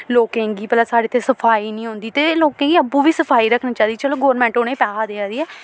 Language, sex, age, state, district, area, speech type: Dogri, female, 18-30, Jammu and Kashmir, Samba, urban, spontaneous